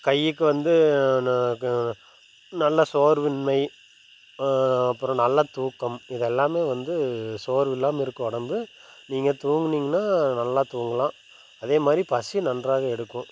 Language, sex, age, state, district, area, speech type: Tamil, male, 30-45, Tamil Nadu, Tiruppur, rural, spontaneous